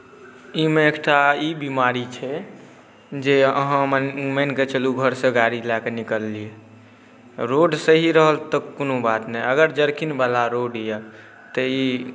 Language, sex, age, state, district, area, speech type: Maithili, male, 18-30, Bihar, Saharsa, rural, spontaneous